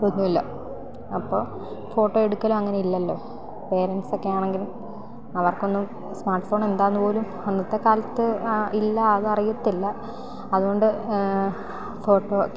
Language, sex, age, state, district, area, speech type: Malayalam, female, 18-30, Kerala, Idukki, rural, spontaneous